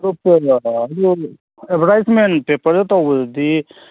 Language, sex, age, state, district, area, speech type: Manipuri, male, 30-45, Manipur, Kakching, rural, conversation